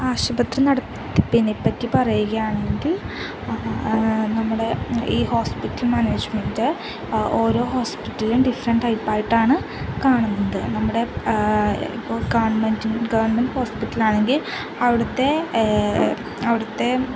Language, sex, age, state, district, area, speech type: Malayalam, female, 18-30, Kerala, Ernakulam, rural, spontaneous